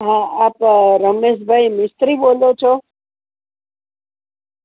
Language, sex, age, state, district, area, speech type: Gujarati, female, 60+, Gujarat, Kheda, rural, conversation